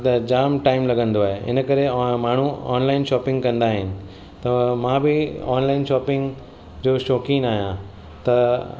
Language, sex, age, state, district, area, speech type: Sindhi, male, 45-60, Maharashtra, Mumbai Suburban, urban, spontaneous